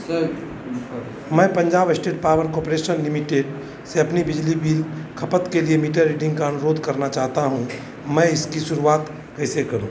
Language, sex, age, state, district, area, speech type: Hindi, male, 45-60, Bihar, Madhepura, rural, read